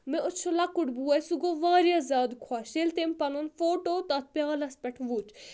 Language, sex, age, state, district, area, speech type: Kashmiri, female, 18-30, Jammu and Kashmir, Budgam, rural, spontaneous